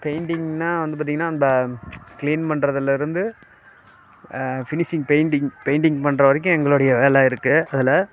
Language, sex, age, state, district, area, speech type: Tamil, male, 30-45, Tamil Nadu, Namakkal, rural, spontaneous